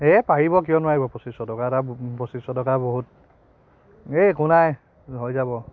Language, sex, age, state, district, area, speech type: Assamese, male, 30-45, Assam, Biswanath, rural, spontaneous